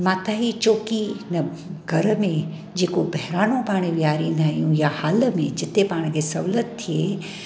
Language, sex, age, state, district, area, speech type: Sindhi, female, 45-60, Maharashtra, Mumbai Suburban, urban, spontaneous